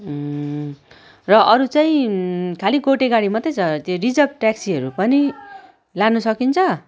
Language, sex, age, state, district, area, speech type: Nepali, female, 45-60, West Bengal, Darjeeling, rural, spontaneous